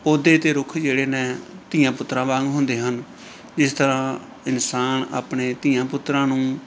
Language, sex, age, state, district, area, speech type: Punjabi, male, 45-60, Punjab, Pathankot, rural, spontaneous